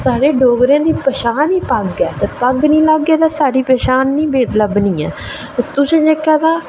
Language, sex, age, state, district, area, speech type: Dogri, female, 18-30, Jammu and Kashmir, Reasi, rural, spontaneous